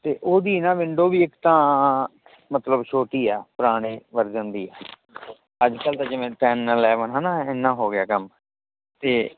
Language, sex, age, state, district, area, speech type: Punjabi, male, 30-45, Punjab, Fazilka, rural, conversation